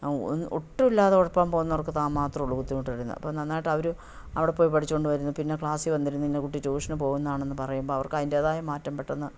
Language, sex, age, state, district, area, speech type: Malayalam, female, 45-60, Kerala, Idukki, rural, spontaneous